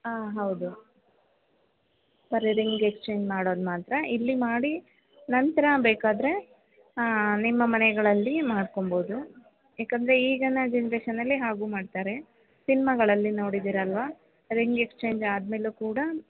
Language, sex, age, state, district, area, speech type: Kannada, female, 18-30, Karnataka, Chamarajanagar, rural, conversation